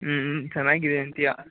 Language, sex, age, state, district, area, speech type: Kannada, male, 18-30, Karnataka, Mysore, urban, conversation